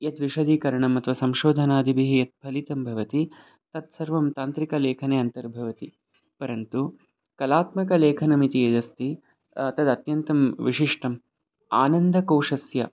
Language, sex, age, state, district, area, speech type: Sanskrit, male, 30-45, Karnataka, Bangalore Urban, urban, spontaneous